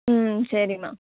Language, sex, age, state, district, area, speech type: Tamil, female, 18-30, Tamil Nadu, Kallakurichi, rural, conversation